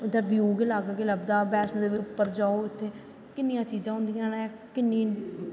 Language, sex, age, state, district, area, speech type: Dogri, female, 18-30, Jammu and Kashmir, Jammu, rural, spontaneous